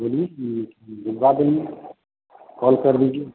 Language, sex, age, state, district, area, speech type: Hindi, male, 45-60, Bihar, Begusarai, rural, conversation